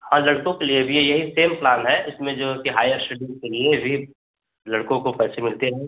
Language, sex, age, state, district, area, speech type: Hindi, male, 30-45, Uttar Pradesh, Chandauli, rural, conversation